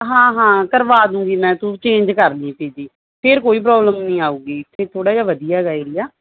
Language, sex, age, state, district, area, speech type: Punjabi, female, 30-45, Punjab, Barnala, rural, conversation